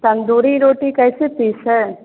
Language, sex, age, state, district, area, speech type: Hindi, female, 18-30, Bihar, Begusarai, rural, conversation